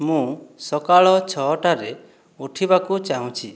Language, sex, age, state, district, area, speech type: Odia, male, 18-30, Odisha, Boudh, rural, read